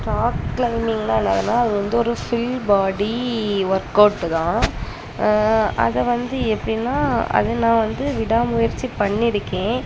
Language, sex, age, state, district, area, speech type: Tamil, female, 18-30, Tamil Nadu, Kanyakumari, rural, spontaneous